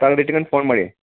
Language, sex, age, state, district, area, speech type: Kannada, male, 30-45, Karnataka, Chamarajanagar, rural, conversation